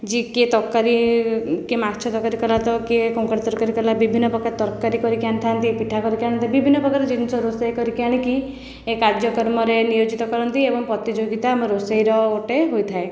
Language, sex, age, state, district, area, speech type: Odia, female, 18-30, Odisha, Khordha, rural, spontaneous